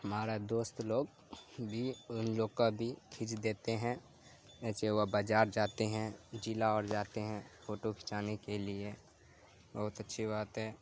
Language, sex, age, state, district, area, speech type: Urdu, male, 18-30, Bihar, Supaul, rural, spontaneous